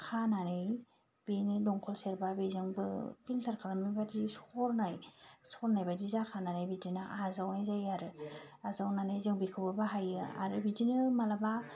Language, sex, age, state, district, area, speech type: Bodo, female, 30-45, Assam, Kokrajhar, rural, spontaneous